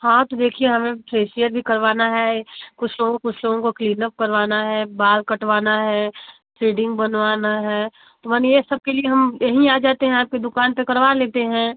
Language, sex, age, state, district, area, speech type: Hindi, female, 30-45, Uttar Pradesh, Chandauli, rural, conversation